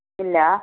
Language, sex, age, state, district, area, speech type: Malayalam, female, 60+, Kerala, Wayanad, rural, conversation